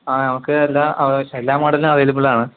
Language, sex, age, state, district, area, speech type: Malayalam, male, 18-30, Kerala, Kozhikode, rural, conversation